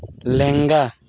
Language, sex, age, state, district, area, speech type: Santali, male, 18-30, West Bengal, Malda, rural, read